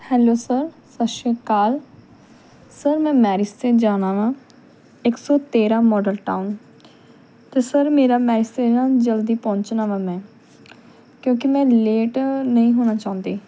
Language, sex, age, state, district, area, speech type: Punjabi, female, 18-30, Punjab, Tarn Taran, urban, spontaneous